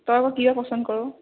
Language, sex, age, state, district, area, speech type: Assamese, female, 18-30, Assam, Sonitpur, rural, conversation